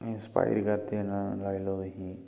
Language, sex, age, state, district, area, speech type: Dogri, male, 30-45, Jammu and Kashmir, Kathua, rural, spontaneous